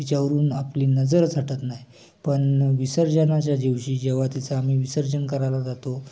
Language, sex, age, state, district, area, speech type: Marathi, male, 18-30, Maharashtra, Raigad, urban, spontaneous